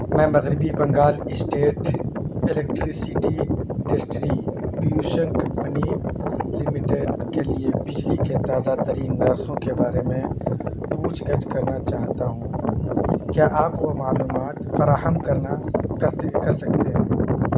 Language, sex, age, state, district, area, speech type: Urdu, male, 18-30, Bihar, Purnia, rural, read